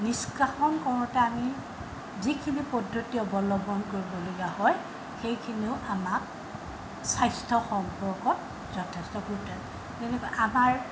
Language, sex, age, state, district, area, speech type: Assamese, female, 60+, Assam, Tinsukia, rural, spontaneous